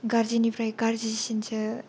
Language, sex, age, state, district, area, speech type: Bodo, female, 18-30, Assam, Kokrajhar, rural, spontaneous